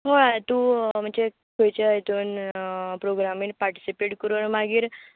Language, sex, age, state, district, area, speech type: Goan Konkani, female, 18-30, Goa, Tiswadi, rural, conversation